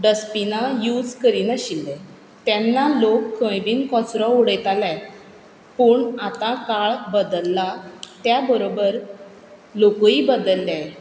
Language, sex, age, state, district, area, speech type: Goan Konkani, female, 30-45, Goa, Quepem, rural, spontaneous